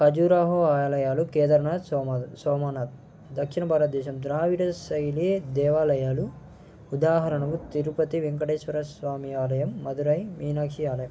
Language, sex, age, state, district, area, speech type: Telugu, male, 18-30, Andhra Pradesh, Nellore, rural, spontaneous